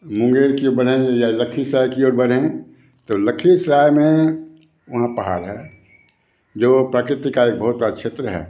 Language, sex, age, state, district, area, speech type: Hindi, male, 60+, Bihar, Begusarai, rural, spontaneous